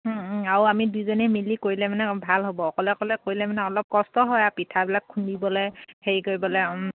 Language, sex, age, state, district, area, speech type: Assamese, female, 30-45, Assam, Dhemaji, rural, conversation